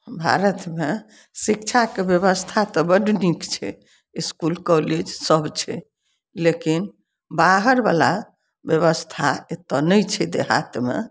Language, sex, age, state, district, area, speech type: Maithili, female, 60+, Bihar, Samastipur, rural, spontaneous